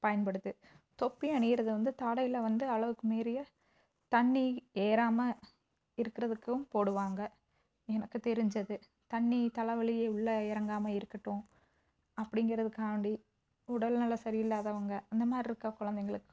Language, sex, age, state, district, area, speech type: Tamil, female, 30-45, Tamil Nadu, Theni, urban, spontaneous